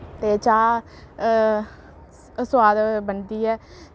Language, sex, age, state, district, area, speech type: Dogri, female, 18-30, Jammu and Kashmir, Samba, rural, spontaneous